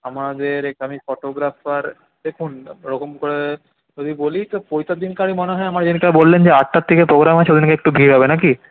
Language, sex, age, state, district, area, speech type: Bengali, male, 18-30, West Bengal, Paschim Bardhaman, rural, conversation